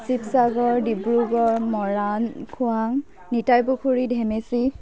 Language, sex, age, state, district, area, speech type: Assamese, female, 18-30, Assam, Dibrugarh, rural, spontaneous